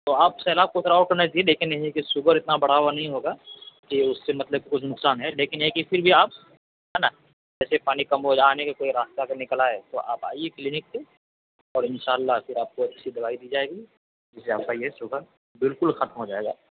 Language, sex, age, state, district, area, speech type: Urdu, male, 18-30, Bihar, Purnia, rural, conversation